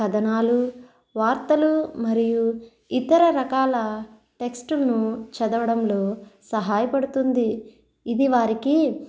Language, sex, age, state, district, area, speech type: Telugu, female, 30-45, Andhra Pradesh, East Godavari, rural, spontaneous